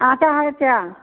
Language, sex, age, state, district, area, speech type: Hindi, female, 60+, Uttar Pradesh, Mau, rural, conversation